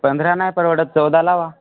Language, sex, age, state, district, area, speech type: Marathi, male, 18-30, Maharashtra, Hingoli, urban, conversation